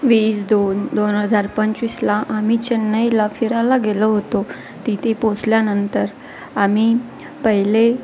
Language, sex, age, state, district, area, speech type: Marathi, female, 30-45, Maharashtra, Wardha, rural, spontaneous